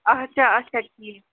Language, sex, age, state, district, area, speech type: Kashmiri, female, 30-45, Jammu and Kashmir, Srinagar, urban, conversation